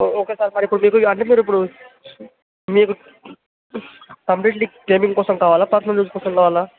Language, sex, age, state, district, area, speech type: Telugu, male, 18-30, Telangana, Vikarabad, urban, conversation